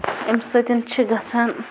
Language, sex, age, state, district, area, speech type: Kashmiri, female, 18-30, Jammu and Kashmir, Bandipora, rural, spontaneous